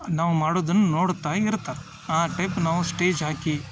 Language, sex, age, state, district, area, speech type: Kannada, male, 30-45, Karnataka, Dharwad, urban, spontaneous